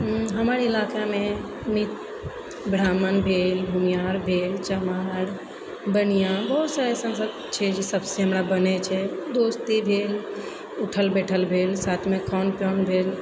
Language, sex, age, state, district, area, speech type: Maithili, female, 30-45, Bihar, Purnia, rural, spontaneous